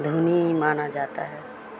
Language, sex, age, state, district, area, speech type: Urdu, female, 30-45, Bihar, Madhubani, rural, spontaneous